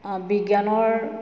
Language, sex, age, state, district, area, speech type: Assamese, female, 45-60, Assam, Majuli, urban, spontaneous